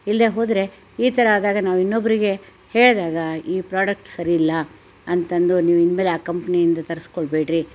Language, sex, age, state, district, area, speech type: Kannada, female, 60+, Karnataka, Chitradurga, rural, spontaneous